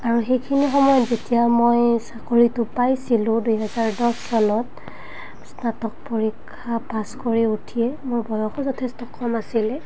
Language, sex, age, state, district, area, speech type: Assamese, female, 30-45, Assam, Nalbari, rural, spontaneous